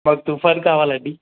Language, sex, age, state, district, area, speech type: Telugu, male, 18-30, Telangana, Medak, rural, conversation